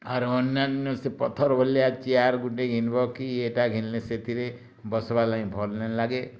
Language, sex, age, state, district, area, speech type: Odia, male, 60+, Odisha, Bargarh, rural, spontaneous